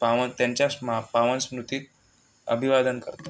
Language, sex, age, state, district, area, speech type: Marathi, male, 18-30, Maharashtra, Amravati, rural, spontaneous